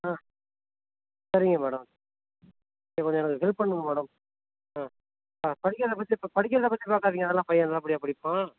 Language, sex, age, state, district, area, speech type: Tamil, male, 45-60, Tamil Nadu, Tiruchirappalli, rural, conversation